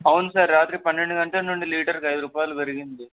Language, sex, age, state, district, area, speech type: Telugu, male, 18-30, Telangana, Medak, rural, conversation